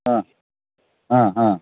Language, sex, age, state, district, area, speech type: Malayalam, male, 60+, Kerala, Idukki, rural, conversation